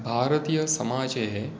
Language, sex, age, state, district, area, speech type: Sanskrit, male, 45-60, West Bengal, Hooghly, rural, spontaneous